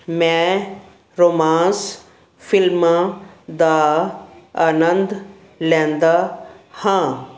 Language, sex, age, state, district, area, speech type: Punjabi, female, 60+, Punjab, Fazilka, rural, read